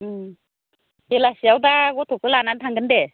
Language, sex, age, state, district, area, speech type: Bodo, female, 45-60, Assam, Baksa, rural, conversation